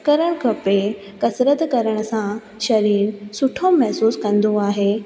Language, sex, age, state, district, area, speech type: Sindhi, female, 18-30, Rajasthan, Ajmer, urban, spontaneous